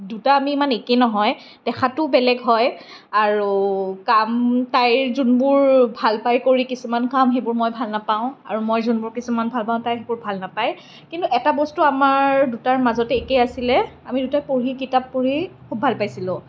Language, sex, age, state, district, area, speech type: Assamese, female, 30-45, Assam, Kamrup Metropolitan, urban, spontaneous